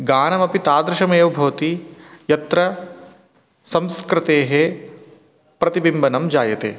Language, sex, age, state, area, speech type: Sanskrit, male, 30-45, Rajasthan, urban, spontaneous